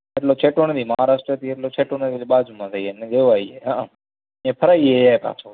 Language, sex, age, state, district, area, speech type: Gujarati, male, 18-30, Gujarat, Kutch, rural, conversation